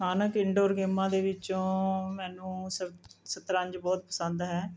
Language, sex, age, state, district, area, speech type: Punjabi, female, 45-60, Punjab, Mohali, urban, spontaneous